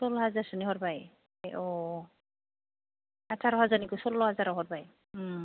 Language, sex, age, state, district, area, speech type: Bodo, female, 30-45, Assam, Kokrajhar, rural, conversation